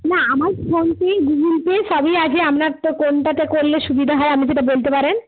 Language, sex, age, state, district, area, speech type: Bengali, female, 45-60, West Bengal, Jalpaiguri, rural, conversation